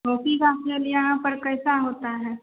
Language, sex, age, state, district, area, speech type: Hindi, female, 18-30, Bihar, Madhepura, rural, conversation